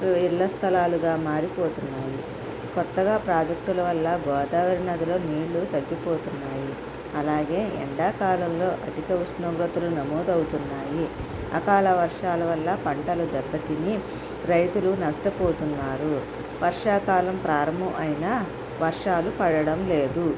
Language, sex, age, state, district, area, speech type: Telugu, female, 30-45, Andhra Pradesh, Konaseema, rural, spontaneous